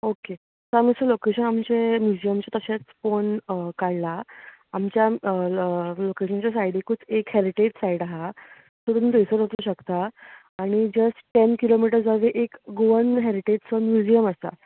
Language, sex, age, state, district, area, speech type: Goan Konkani, female, 18-30, Goa, Bardez, urban, conversation